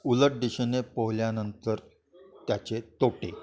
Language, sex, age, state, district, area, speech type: Marathi, male, 60+, Maharashtra, Kolhapur, urban, spontaneous